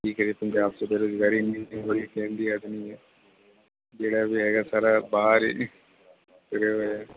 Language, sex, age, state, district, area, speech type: Punjabi, male, 30-45, Punjab, Kapurthala, urban, conversation